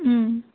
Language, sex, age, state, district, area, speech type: Telugu, female, 18-30, Telangana, Jayashankar, urban, conversation